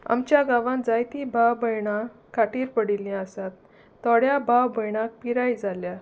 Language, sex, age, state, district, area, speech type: Goan Konkani, female, 30-45, Goa, Salcete, rural, spontaneous